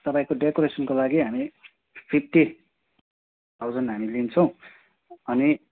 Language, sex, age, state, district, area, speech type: Nepali, male, 30-45, West Bengal, Kalimpong, rural, conversation